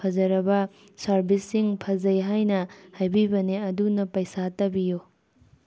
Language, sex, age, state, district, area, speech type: Manipuri, female, 30-45, Manipur, Tengnoupal, urban, spontaneous